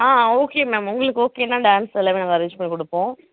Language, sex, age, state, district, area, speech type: Tamil, female, 30-45, Tamil Nadu, Kallakurichi, rural, conversation